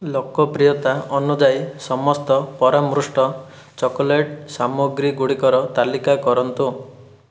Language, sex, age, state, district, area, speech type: Odia, male, 18-30, Odisha, Rayagada, urban, read